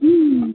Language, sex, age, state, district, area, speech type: Tamil, female, 18-30, Tamil Nadu, Chennai, urban, conversation